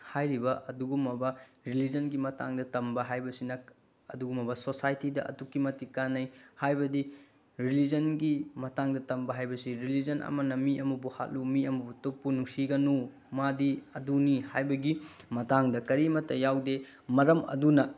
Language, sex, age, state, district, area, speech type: Manipuri, male, 30-45, Manipur, Bishnupur, rural, spontaneous